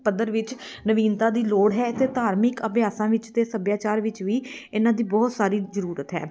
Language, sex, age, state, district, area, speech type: Punjabi, female, 30-45, Punjab, Amritsar, urban, spontaneous